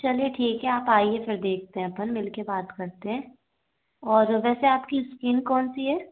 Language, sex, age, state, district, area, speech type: Hindi, female, 45-60, Madhya Pradesh, Bhopal, urban, conversation